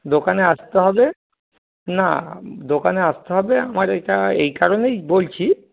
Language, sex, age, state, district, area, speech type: Bengali, male, 45-60, West Bengal, Darjeeling, rural, conversation